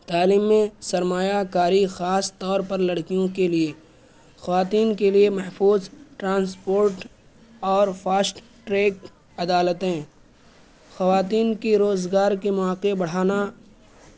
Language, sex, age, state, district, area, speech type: Urdu, male, 18-30, Uttar Pradesh, Balrampur, rural, spontaneous